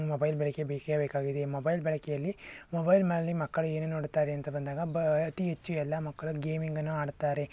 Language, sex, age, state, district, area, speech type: Kannada, male, 18-30, Karnataka, Chikkaballapur, urban, spontaneous